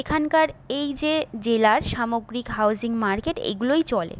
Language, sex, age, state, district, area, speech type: Bengali, female, 30-45, West Bengal, Jhargram, rural, spontaneous